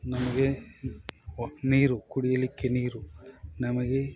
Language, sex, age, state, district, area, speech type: Kannada, male, 45-60, Karnataka, Bangalore Urban, rural, spontaneous